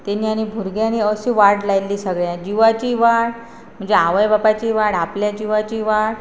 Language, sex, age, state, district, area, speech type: Goan Konkani, female, 30-45, Goa, Pernem, rural, spontaneous